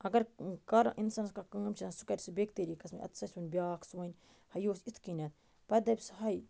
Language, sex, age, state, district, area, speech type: Kashmiri, female, 45-60, Jammu and Kashmir, Baramulla, rural, spontaneous